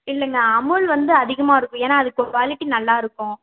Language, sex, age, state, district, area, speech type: Tamil, female, 18-30, Tamil Nadu, Erode, urban, conversation